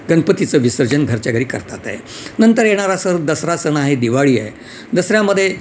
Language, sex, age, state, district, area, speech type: Marathi, male, 60+, Maharashtra, Yavatmal, urban, spontaneous